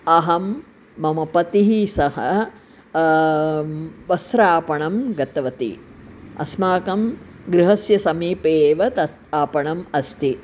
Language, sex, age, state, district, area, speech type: Sanskrit, female, 60+, Tamil Nadu, Chennai, urban, spontaneous